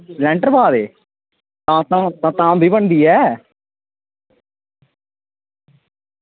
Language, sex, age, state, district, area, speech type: Dogri, male, 18-30, Jammu and Kashmir, Samba, rural, conversation